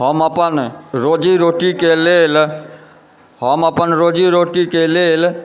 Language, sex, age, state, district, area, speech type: Maithili, male, 18-30, Bihar, Supaul, rural, spontaneous